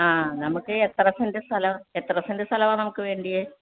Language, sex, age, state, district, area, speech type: Malayalam, female, 60+, Kerala, Alappuzha, rural, conversation